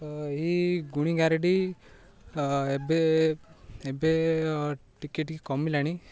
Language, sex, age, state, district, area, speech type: Odia, male, 18-30, Odisha, Ganjam, urban, spontaneous